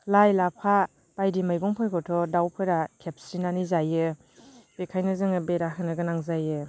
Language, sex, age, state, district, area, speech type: Bodo, female, 30-45, Assam, Baksa, rural, spontaneous